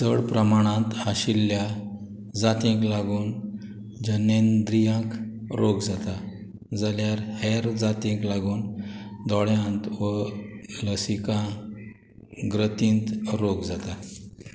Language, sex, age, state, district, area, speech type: Goan Konkani, male, 45-60, Goa, Murmgao, rural, read